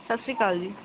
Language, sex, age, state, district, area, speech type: Punjabi, female, 18-30, Punjab, Barnala, rural, conversation